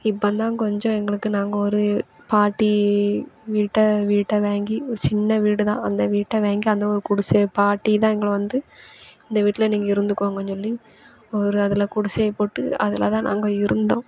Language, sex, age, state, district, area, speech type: Tamil, female, 18-30, Tamil Nadu, Thoothukudi, urban, spontaneous